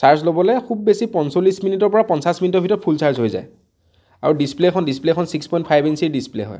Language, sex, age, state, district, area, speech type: Assamese, male, 30-45, Assam, Dibrugarh, rural, spontaneous